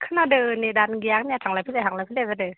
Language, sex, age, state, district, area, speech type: Bodo, female, 18-30, Assam, Udalguri, urban, conversation